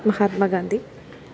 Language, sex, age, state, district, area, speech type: Malayalam, female, 30-45, Kerala, Alappuzha, rural, spontaneous